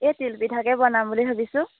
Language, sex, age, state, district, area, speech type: Assamese, female, 18-30, Assam, Jorhat, urban, conversation